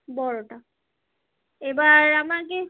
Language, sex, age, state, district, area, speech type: Bengali, female, 18-30, West Bengal, Kolkata, urban, conversation